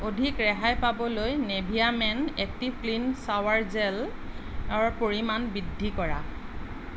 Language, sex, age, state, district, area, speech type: Assamese, female, 45-60, Assam, Sonitpur, urban, read